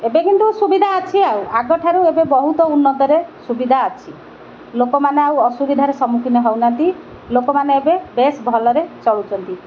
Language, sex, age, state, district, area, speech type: Odia, female, 60+, Odisha, Kendrapara, urban, spontaneous